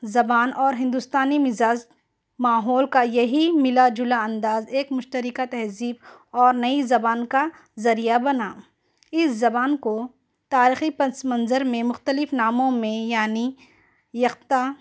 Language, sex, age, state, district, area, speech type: Urdu, female, 30-45, Telangana, Hyderabad, urban, spontaneous